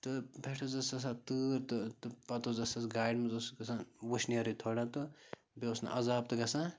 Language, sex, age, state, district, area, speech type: Kashmiri, male, 45-60, Jammu and Kashmir, Bandipora, rural, spontaneous